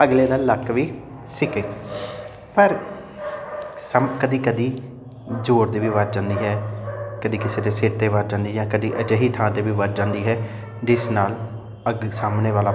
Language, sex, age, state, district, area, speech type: Punjabi, male, 30-45, Punjab, Amritsar, urban, spontaneous